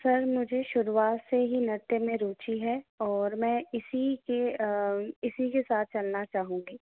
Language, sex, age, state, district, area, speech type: Hindi, female, 18-30, Rajasthan, Jaipur, urban, conversation